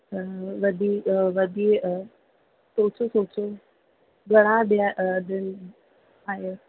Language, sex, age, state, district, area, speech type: Sindhi, female, 18-30, Rajasthan, Ajmer, urban, conversation